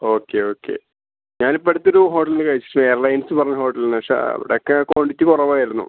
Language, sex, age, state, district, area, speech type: Malayalam, male, 45-60, Kerala, Malappuram, rural, conversation